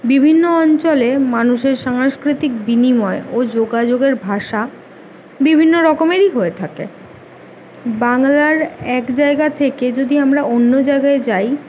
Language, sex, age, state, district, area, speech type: Bengali, female, 18-30, West Bengal, Kolkata, urban, spontaneous